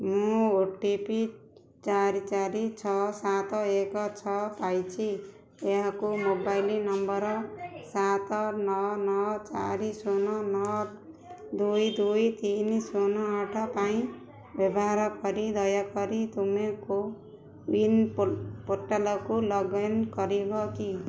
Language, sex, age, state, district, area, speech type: Odia, female, 45-60, Odisha, Ganjam, urban, read